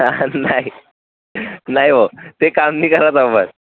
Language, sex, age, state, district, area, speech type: Marathi, male, 18-30, Maharashtra, Akola, rural, conversation